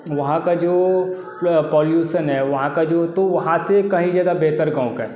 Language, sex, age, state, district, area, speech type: Hindi, male, 30-45, Bihar, Darbhanga, rural, spontaneous